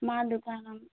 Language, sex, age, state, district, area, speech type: Telugu, female, 18-30, Telangana, Nalgonda, urban, conversation